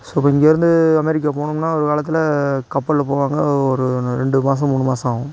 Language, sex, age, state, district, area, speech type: Tamil, male, 45-60, Tamil Nadu, Tiruchirappalli, rural, spontaneous